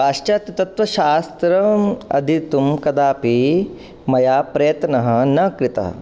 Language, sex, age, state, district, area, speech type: Sanskrit, male, 18-30, Rajasthan, Jodhpur, urban, spontaneous